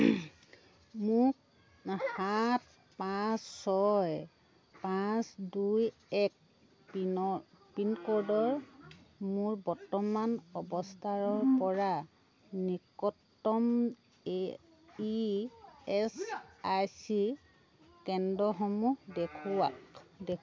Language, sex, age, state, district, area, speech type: Assamese, female, 60+, Assam, Dhemaji, rural, read